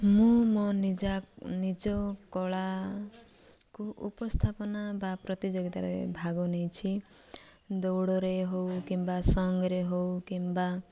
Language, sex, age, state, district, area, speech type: Odia, female, 30-45, Odisha, Koraput, urban, spontaneous